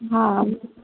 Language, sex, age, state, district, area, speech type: Gujarati, female, 18-30, Gujarat, Junagadh, urban, conversation